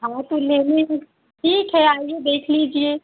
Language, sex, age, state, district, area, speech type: Hindi, female, 45-60, Uttar Pradesh, Mau, urban, conversation